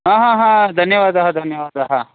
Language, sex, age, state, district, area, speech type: Sanskrit, male, 30-45, Karnataka, Bangalore Urban, urban, conversation